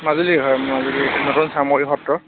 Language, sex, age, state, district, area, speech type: Assamese, male, 30-45, Assam, Majuli, urban, conversation